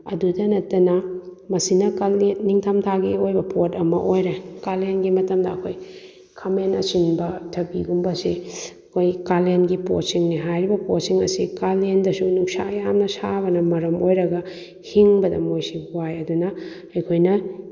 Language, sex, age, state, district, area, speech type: Manipuri, female, 45-60, Manipur, Kakching, rural, spontaneous